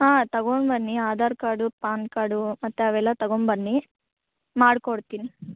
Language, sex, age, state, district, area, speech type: Kannada, female, 18-30, Karnataka, Chikkaballapur, rural, conversation